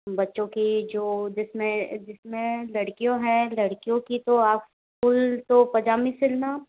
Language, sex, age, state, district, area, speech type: Hindi, female, 30-45, Rajasthan, Jodhpur, urban, conversation